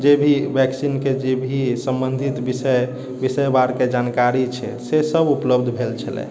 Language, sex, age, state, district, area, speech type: Maithili, male, 18-30, Bihar, Sitamarhi, urban, spontaneous